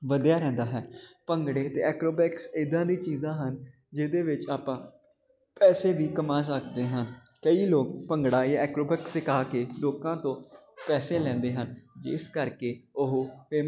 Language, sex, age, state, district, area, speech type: Punjabi, male, 18-30, Punjab, Jalandhar, urban, spontaneous